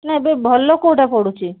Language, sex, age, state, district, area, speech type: Odia, female, 30-45, Odisha, Cuttack, urban, conversation